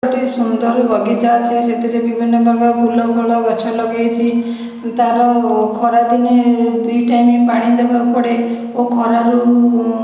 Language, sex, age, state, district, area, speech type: Odia, female, 60+, Odisha, Khordha, rural, spontaneous